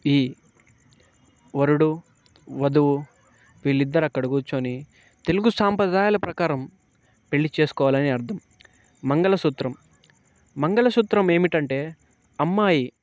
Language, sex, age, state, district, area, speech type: Telugu, male, 18-30, Andhra Pradesh, Bapatla, urban, spontaneous